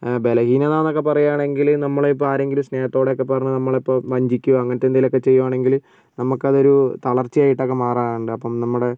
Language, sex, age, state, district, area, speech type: Malayalam, male, 30-45, Kerala, Wayanad, rural, spontaneous